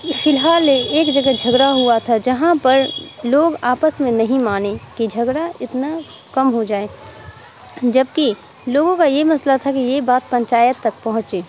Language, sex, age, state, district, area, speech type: Urdu, female, 30-45, Bihar, Supaul, rural, spontaneous